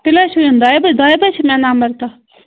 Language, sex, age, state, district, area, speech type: Kashmiri, female, 30-45, Jammu and Kashmir, Bandipora, rural, conversation